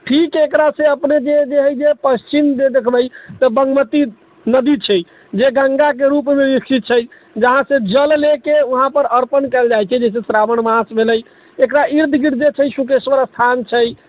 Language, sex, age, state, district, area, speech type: Maithili, male, 60+, Bihar, Sitamarhi, rural, conversation